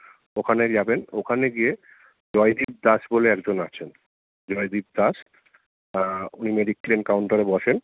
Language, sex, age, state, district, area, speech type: Bengali, male, 30-45, West Bengal, Kolkata, urban, conversation